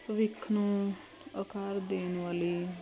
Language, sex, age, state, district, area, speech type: Punjabi, female, 30-45, Punjab, Jalandhar, urban, spontaneous